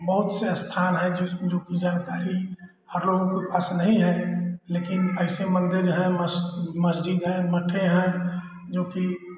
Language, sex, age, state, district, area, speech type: Hindi, male, 60+, Uttar Pradesh, Chandauli, urban, spontaneous